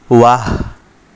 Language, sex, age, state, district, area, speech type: Assamese, male, 18-30, Assam, Sonitpur, rural, read